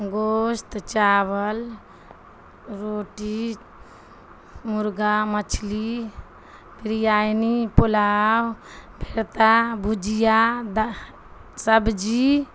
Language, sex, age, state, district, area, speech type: Urdu, female, 60+, Bihar, Darbhanga, rural, spontaneous